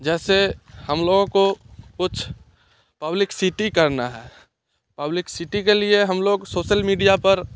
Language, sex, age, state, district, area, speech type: Hindi, male, 18-30, Bihar, Muzaffarpur, urban, spontaneous